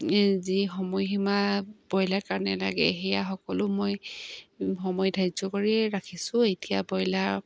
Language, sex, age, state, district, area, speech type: Assamese, female, 45-60, Assam, Dibrugarh, rural, spontaneous